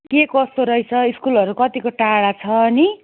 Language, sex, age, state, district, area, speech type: Nepali, female, 30-45, West Bengal, Kalimpong, rural, conversation